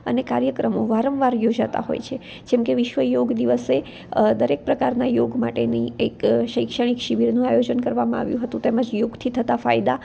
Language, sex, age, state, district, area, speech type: Gujarati, female, 18-30, Gujarat, Anand, urban, spontaneous